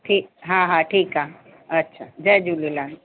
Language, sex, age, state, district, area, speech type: Sindhi, female, 45-60, Delhi, South Delhi, urban, conversation